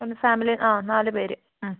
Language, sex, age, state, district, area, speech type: Malayalam, female, 18-30, Kerala, Kannur, rural, conversation